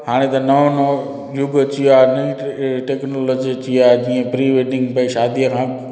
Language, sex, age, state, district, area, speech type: Sindhi, male, 45-60, Gujarat, Junagadh, urban, spontaneous